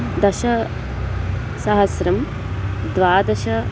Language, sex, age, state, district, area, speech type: Sanskrit, female, 60+, Maharashtra, Mumbai City, urban, spontaneous